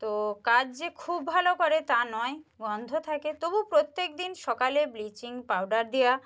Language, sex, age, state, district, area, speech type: Bengali, female, 30-45, West Bengal, Purba Medinipur, rural, spontaneous